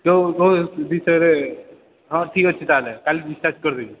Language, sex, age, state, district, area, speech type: Odia, male, 18-30, Odisha, Sambalpur, rural, conversation